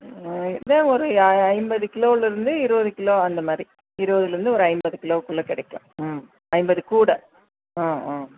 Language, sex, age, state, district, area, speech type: Tamil, female, 60+, Tamil Nadu, Dharmapuri, urban, conversation